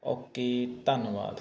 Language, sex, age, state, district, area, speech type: Punjabi, male, 18-30, Punjab, Faridkot, urban, spontaneous